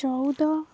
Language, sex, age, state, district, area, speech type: Odia, female, 18-30, Odisha, Jagatsinghpur, rural, spontaneous